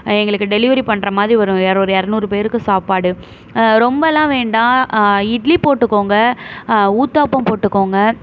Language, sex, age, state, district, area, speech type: Tamil, female, 18-30, Tamil Nadu, Mayiladuthurai, urban, spontaneous